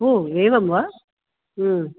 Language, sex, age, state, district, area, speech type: Sanskrit, female, 60+, Karnataka, Bangalore Urban, urban, conversation